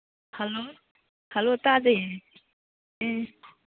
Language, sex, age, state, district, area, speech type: Manipuri, female, 45-60, Manipur, Churachandpur, urban, conversation